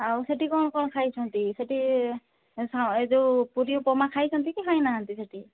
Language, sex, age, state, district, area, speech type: Odia, female, 60+, Odisha, Mayurbhanj, rural, conversation